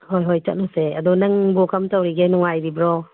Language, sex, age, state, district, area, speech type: Manipuri, female, 45-60, Manipur, Tengnoupal, urban, conversation